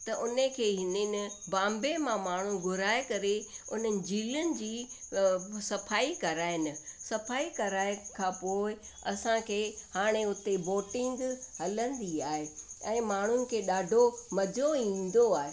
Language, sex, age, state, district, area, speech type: Sindhi, female, 60+, Rajasthan, Ajmer, urban, spontaneous